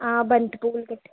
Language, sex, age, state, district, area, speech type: Telugu, female, 30-45, Andhra Pradesh, East Godavari, rural, conversation